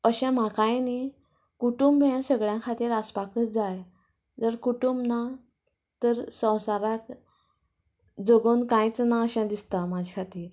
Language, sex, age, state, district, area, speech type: Goan Konkani, female, 30-45, Goa, Canacona, rural, spontaneous